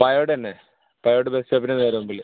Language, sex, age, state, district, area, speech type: Malayalam, male, 18-30, Kerala, Wayanad, rural, conversation